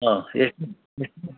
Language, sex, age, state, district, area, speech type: Kannada, male, 60+, Karnataka, Chikkaballapur, rural, conversation